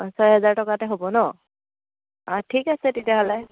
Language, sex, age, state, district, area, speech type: Assamese, female, 18-30, Assam, Morigaon, rural, conversation